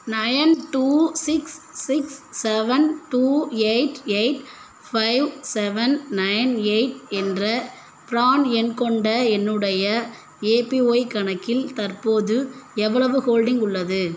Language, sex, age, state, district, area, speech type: Tamil, female, 18-30, Tamil Nadu, Pudukkottai, rural, read